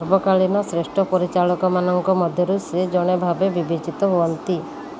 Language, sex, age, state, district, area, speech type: Odia, female, 30-45, Odisha, Sundergarh, urban, read